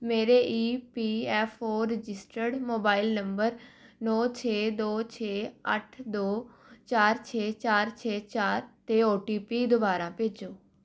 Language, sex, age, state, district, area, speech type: Punjabi, female, 18-30, Punjab, Rupnagar, urban, read